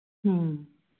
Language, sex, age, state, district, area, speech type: Manipuri, female, 60+, Manipur, Churachandpur, urban, conversation